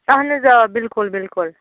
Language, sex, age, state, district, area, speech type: Kashmiri, female, 45-60, Jammu and Kashmir, Srinagar, urban, conversation